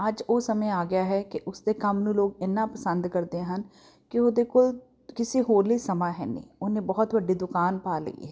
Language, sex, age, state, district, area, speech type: Punjabi, female, 30-45, Punjab, Jalandhar, urban, spontaneous